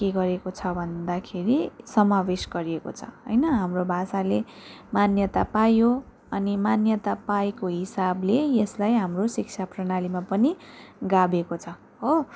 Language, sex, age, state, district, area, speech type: Nepali, female, 18-30, West Bengal, Darjeeling, rural, spontaneous